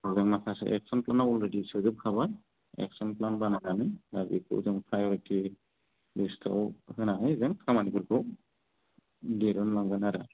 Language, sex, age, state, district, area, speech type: Bodo, male, 30-45, Assam, Udalguri, rural, conversation